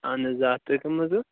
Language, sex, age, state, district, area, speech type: Kashmiri, male, 30-45, Jammu and Kashmir, Bandipora, rural, conversation